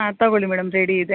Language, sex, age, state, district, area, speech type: Kannada, female, 30-45, Karnataka, Mandya, urban, conversation